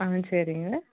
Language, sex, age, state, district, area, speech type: Tamil, female, 18-30, Tamil Nadu, Kanyakumari, urban, conversation